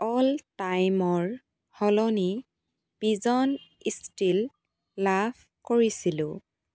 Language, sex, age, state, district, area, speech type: Assamese, female, 18-30, Assam, Tinsukia, urban, read